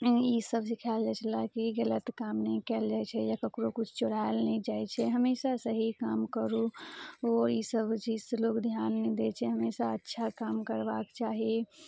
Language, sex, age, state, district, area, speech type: Maithili, female, 18-30, Bihar, Madhubani, rural, spontaneous